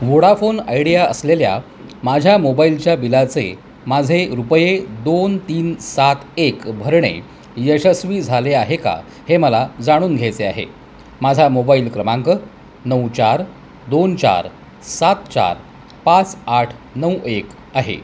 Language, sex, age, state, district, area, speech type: Marathi, male, 45-60, Maharashtra, Thane, rural, read